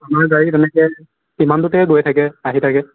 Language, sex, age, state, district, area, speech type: Assamese, male, 18-30, Assam, Morigaon, rural, conversation